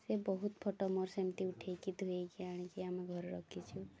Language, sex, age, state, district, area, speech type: Odia, female, 18-30, Odisha, Mayurbhanj, rural, spontaneous